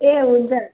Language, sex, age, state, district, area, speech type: Nepali, female, 30-45, West Bengal, Darjeeling, rural, conversation